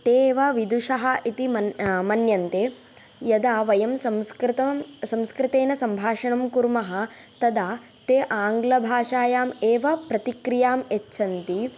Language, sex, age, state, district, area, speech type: Sanskrit, female, 18-30, Karnataka, Tumkur, urban, spontaneous